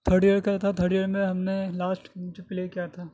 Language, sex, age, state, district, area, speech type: Urdu, male, 30-45, Delhi, South Delhi, urban, spontaneous